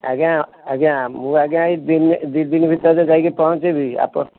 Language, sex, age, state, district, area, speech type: Odia, male, 45-60, Odisha, Kendujhar, urban, conversation